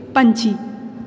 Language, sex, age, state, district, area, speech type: Punjabi, female, 18-30, Punjab, Tarn Taran, rural, read